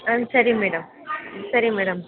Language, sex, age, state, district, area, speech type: Kannada, female, 18-30, Karnataka, Mysore, urban, conversation